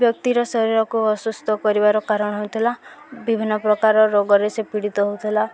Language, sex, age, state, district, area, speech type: Odia, female, 18-30, Odisha, Subarnapur, urban, spontaneous